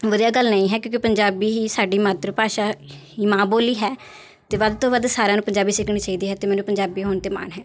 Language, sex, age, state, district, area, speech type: Punjabi, female, 18-30, Punjab, Patiala, urban, spontaneous